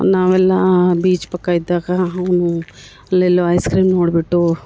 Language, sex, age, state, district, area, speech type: Kannada, female, 60+, Karnataka, Dharwad, rural, spontaneous